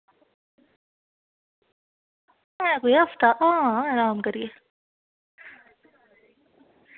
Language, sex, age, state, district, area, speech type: Dogri, female, 18-30, Jammu and Kashmir, Reasi, rural, conversation